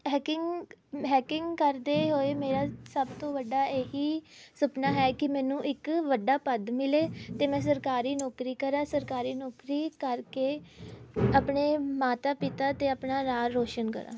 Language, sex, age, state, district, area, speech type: Punjabi, female, 18-30, Punjab, Rupnagar, urban, spontaneous